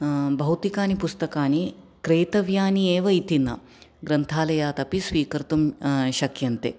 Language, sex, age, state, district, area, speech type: Sanskrit, female, 30-45, Kerala, Ernakulam, urban, spontaneous